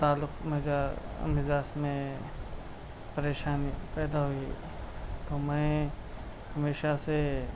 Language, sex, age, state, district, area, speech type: Urdu, male, 30-45, Telangana, Hyderabad, urban, spontaneous